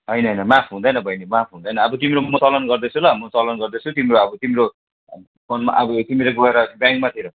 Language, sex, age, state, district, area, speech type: Nepali, male, 60+, West Bengal, Darjeeling, rural, conversation